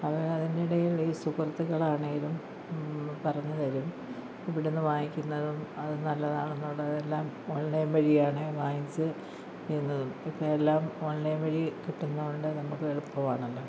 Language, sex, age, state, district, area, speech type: Malayalam, female, 60+, Kerala, Kollam, rural, spontaneous